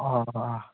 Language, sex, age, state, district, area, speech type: Manipuri, male, 18-30, Manipur, Kangpokpi, urban, conversation